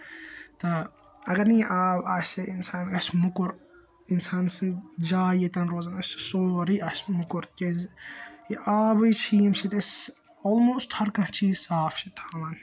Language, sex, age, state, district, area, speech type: Kashmiri, male, 18-30, Jammu and Kashmir, Srinagar, urban, spontaneous